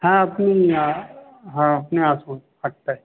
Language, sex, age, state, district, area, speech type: Bengali, male, 45-60, West Bengal, Paschim Bardhaman, rural, conversation